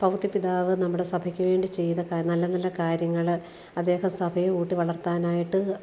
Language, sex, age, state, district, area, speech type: Malayalam, female, 45-60, Kerala, Alappuzha, rural, spontaneous